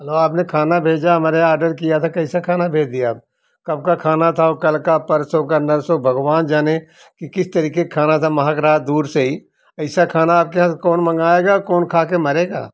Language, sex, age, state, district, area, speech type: Hindi, male, 60+, Uttar Pradesh, Jaunpur, rural, spontaneous